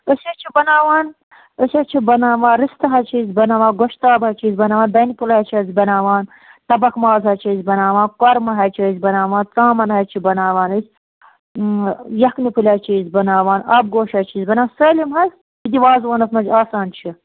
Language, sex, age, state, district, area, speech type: Kashmiri, female, 30-45, Jammu and Kashmir, Baramulla, rural, conversation